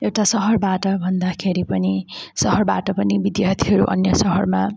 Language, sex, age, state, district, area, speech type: Nepali, female, 30-45, West Bengal, Darjeeling, rural, spontaneous